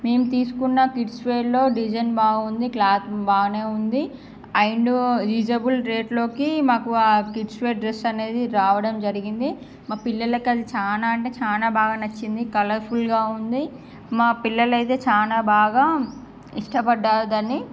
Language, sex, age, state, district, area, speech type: Telugu, female, 18-30, Andhra Pradesh, Srikakulam, urban, spontaneous